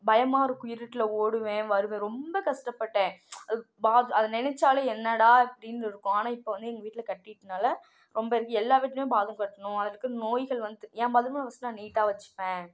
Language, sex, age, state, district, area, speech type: Tamil, female, 18-30, Tamil Nadu, Namakkal, rural, spontaneous